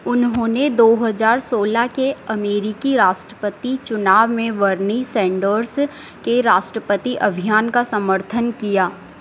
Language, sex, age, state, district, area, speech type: Hindi, female, 18-30, Madhya Pradesh, Harda, urban, read